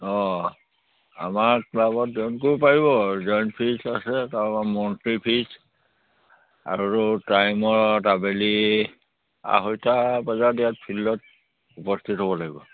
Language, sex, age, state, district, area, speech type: Assamese, male, 45-60, Assam, Sivasagar, rural, conversation